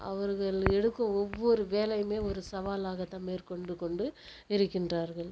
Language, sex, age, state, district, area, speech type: Tamil, female, 45-60, Tamil Nadu, Viluppuram, rural, spontaneous